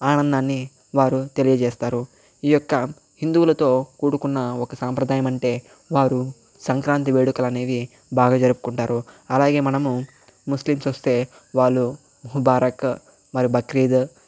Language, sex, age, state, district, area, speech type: Telugu, male, 18-30, Andhra Pradesh, Chittoor, rural, spontaneous